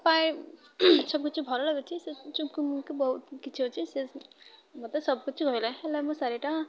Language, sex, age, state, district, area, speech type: Odia, female, 18-30, Odisha, Malkangiri, urban, spontaneous